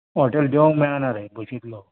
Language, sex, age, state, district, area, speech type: Goan Konkani, male, 45-60, Goa, Bardez, rural, conversation